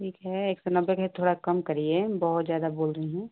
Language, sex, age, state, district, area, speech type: Hindi, female, 18-30, Uttar Pradesh, Ghazipur, rural, conversation